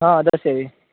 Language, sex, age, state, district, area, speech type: Gujarati, male, 30-45, Gujarat, Ahmedabad, urban, conversation